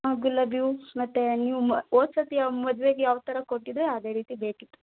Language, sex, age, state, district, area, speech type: Kannada, female, 18-30, Karnataka, Chamarajanagar, rural, conversation